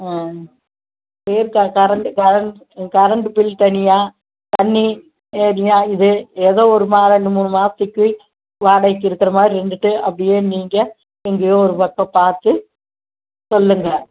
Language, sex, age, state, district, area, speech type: Tamil, female, 60+, Tamil Nadu, Tiruppur, rural, conversation